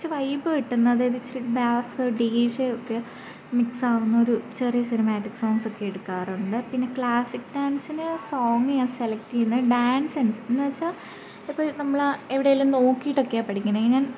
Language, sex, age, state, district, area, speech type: Malayalam, female, 18-30, Kerala, Idukki, rural, spontaneous